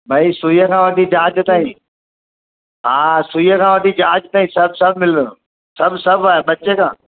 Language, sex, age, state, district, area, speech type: Sindhi, male, 45-60, Maharashtra, Mumbai Suburban, urban, conversation